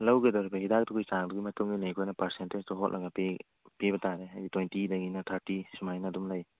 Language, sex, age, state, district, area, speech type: Manipuri, male, 45-60, Manipur, Churachandpur, rural, conversation